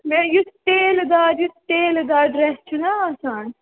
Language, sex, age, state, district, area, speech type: Kashmiri, female, 30-45, Jammu and Kashmir, Srinagar, urban, conversation